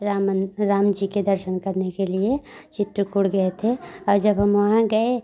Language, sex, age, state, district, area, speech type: Hindi, female, 18-30, Uttar Pradesh, Prayagraj, urban, spontaneous